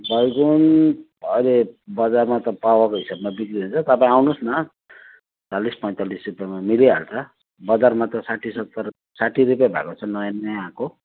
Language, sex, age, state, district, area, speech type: Nepali, male, 45-60, West Bengal, Jalpaiguri, rural, conversation